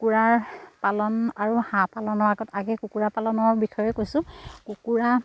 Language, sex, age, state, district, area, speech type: Assamese, female, 30-45, Assam, Charaideo, rural, spontaneous